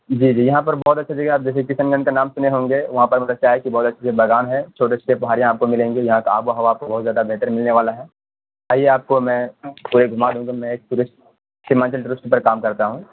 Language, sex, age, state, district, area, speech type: Urdu, male, 18-30, Bihar, Purnia, rural, conversation